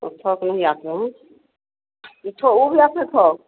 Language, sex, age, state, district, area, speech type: Hindi, female, 45-60, Bihar, Madhepura, rural, conversation